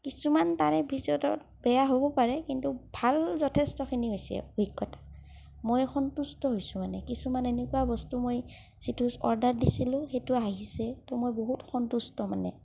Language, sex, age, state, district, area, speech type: Assamese, female, 30-45, Assam, Kamrup Metropolitan, rural, spontaneous